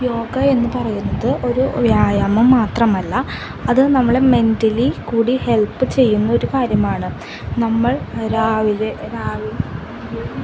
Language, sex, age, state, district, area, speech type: Malayalam, female, 18-30, Kerala, Ernakulam, rural, spontaneous